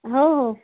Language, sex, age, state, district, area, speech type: Marathi, female, 18-30, Maharashtra, Yavatmal, rural, conversation